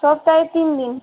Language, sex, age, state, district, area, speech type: Bengali, female, 18-30, West Bengal, Malda, urban, conversation